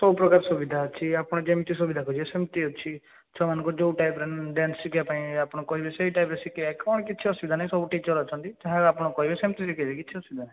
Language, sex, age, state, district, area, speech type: Odia, male, 18-30, Odisha, Balasore, rural, conversation